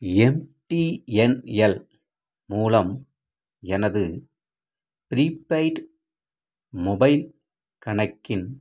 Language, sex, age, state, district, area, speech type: Tamil, male, 45-60, Tamil Nadu, Madurai, rural, read